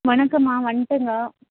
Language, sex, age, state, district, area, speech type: Tamil, female, 30-45, Tamil Nadu, Tirupattur, rural, conversation